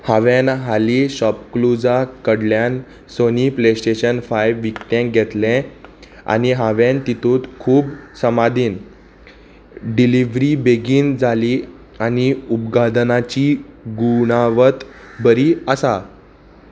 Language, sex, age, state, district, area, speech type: Goan Konkani, male, 18-30, Goa, Salcete, urban, read